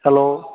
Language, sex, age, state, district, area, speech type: Dogri, female, 30-45, Jammu and Kashmir, Jammu, urban, conversation